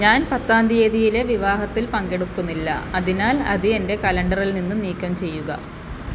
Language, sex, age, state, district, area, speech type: Malayalam, female, 30-45, Kerala, Kasaragod, rural, read